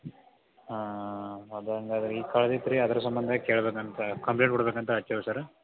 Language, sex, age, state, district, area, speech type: Kannada, male, 30-45, Karnataka, Belgaum, rural, conversation